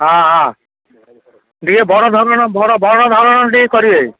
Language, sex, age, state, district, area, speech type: Odia, male, 60+, Odisha, Gajapati, rural, conversation